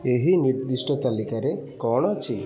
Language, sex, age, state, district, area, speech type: Odia, male, 18-30, Odisha, Kendrapara, urban, read